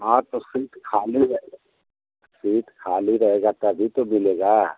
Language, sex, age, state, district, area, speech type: Hindi, male, 60+, Uttar Pradesh, Mau, rural, conversation